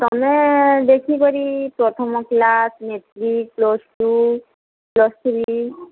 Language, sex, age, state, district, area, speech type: Odia, female, 30-45, Odisha, Boudh, rural, conversation